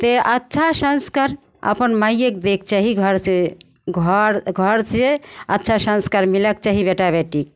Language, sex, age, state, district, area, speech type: Maithili, female, 45-60, Bihar, Begusarai, rural, spontaneous